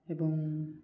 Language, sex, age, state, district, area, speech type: Odia, male, 30-45, Odisha, Koraput, urban, spontaneous